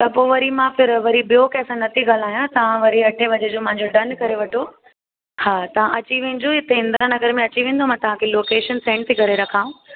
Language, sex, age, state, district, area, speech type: Sindhi, female, 18-30, Uttar Pradesh, Lucknow, urban, conversation